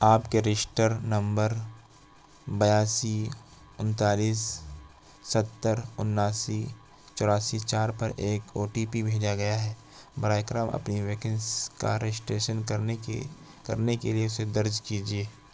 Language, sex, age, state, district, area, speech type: Urdu, male, 30-45, Uttar Pradesh, Lucknow, urban, read